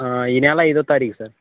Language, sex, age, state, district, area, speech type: Telugu, male, 18-30, Telangana, Bhadradri Kothagudem, urban, conversation